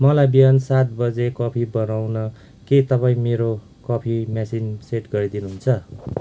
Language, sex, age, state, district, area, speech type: Nepali, male, 30-45, West Bengal, Kalimpong, rural, read